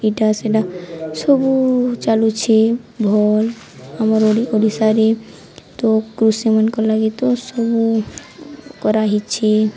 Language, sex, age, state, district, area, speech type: Odia, female, 18-30, Odisha, Nuapada, urban, spontaneous